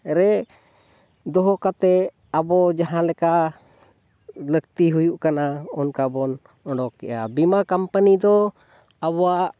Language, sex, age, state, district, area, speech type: Santali, male, 30-45, Jharkhand, Seraikela Kharsawan, rural, spontaneous